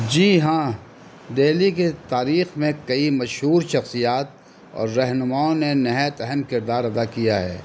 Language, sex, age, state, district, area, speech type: Urdu, male, 60+, Delhi, North East Delhi, urban, spontaneous